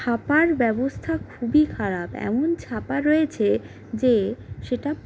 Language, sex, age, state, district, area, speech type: Bengali, other, 45-60, West Bengal, Purulia, rural, spontaneous